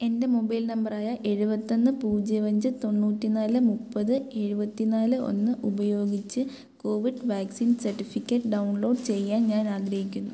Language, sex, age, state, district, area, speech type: Malayalam, female, 18-30, Kerala, Kottayam, urban, read